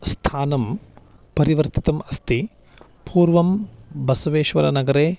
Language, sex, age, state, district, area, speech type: Sanskrit, male, 30-45, Karnataka, Uttara Kannada, urban, spontaneous